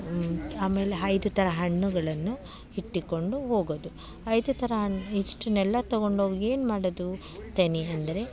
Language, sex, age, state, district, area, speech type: Kannada, female, 45-60, Karnataka, Mandya, rural, spontaneous